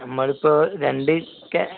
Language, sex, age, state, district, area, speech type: Malayalam, male, 18-30, Kerala, Wayanad, rural, conversation